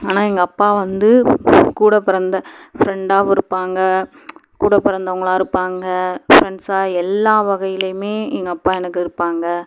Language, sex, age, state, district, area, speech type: Tamil, female, 30-45, Tamil Nadu, Madurai, rural, spontaneous